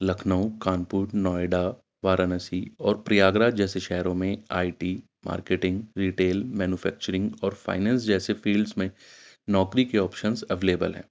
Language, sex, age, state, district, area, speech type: Urdu, male, 45-60, Uttar Pradesh, Ghaziabad, urban, spontaneous